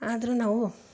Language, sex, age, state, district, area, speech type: Kannada, female, 45-60, Karnataka, Mandya, rural, spontaneous